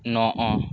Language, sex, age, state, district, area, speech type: Odia, male, 18-30, Odisha, Nuapada, urban, read